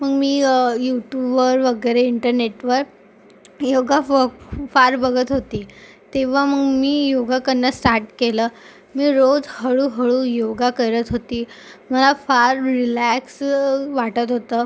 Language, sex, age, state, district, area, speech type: Marathi, female, 18-30, Maharashtra, Amravati, urban, spontaneous